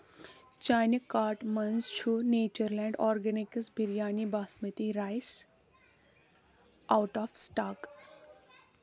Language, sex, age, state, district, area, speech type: Kashmiri, female, 18-30, Jammu and Kashmir, Kulgam, rural, read